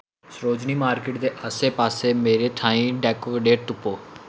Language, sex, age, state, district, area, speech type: Dogri, male, 18-30, Jammu and Kashmir, Samba, urban, read